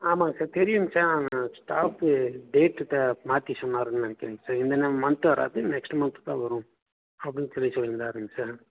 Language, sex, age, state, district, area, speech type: Tamil, male, 18-30, Tamil Nadu, Nilgiris, rural, conversation